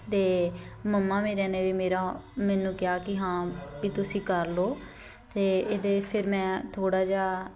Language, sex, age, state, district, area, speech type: Punjabi, female, 18-30, Punjab, Shaheed Bhagat Singh Nagar, urban, spontaneous